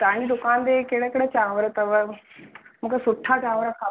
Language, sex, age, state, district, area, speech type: Sindhi, female, 30-45, Rajasthan, Ajmer, urban, conversation